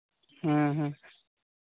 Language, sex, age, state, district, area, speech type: Santali, male, 18-30, West Bengal, Birbhum, rural, conversation